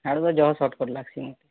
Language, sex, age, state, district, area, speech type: Odia, male, 18-30, Odisha, Bargarh, urban, conversation